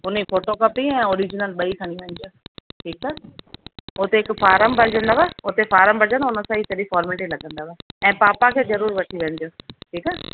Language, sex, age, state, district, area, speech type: Sindhi, female, 45-60, Rajasthan, Ajmer, urban, conversation